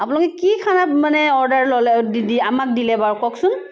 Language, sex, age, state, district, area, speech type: Assamese, female, 30-45, Assam, Sivasagar, rural, spontaneous